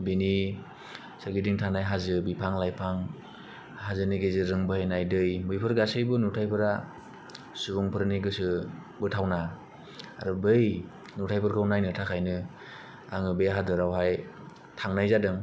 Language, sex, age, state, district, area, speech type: Bodo, male, 18-30, Assam, Kokrajhar, rural, spontaneous